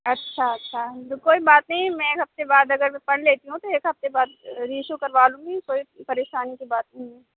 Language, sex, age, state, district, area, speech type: Urdu, female, 18-30, Delhi, South Delhi, urban, conversation